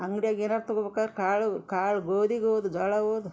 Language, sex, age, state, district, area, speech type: Kannada, female, 60+, Karnataka, Gadag, urban, spontaneous